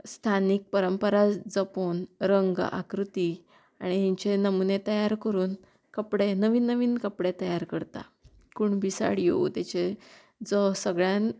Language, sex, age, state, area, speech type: Goan Konkani, female, 30-45, Goa, rural, spontaneous